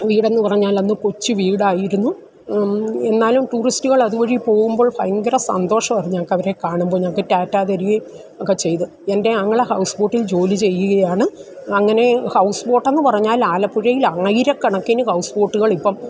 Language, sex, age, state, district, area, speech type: Malayalam, female, 60+, Kerala, Alappuzha, rural, spontaneous